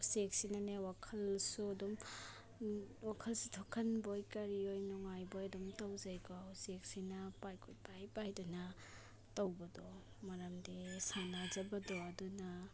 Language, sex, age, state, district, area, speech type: Manipuri, female, 30-45, Manipur, Imphal East, rural, spontaneous